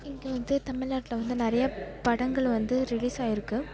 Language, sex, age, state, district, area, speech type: Tamil, female, 18-30, Tamil Nadu, Perambalur, rural, spontaneous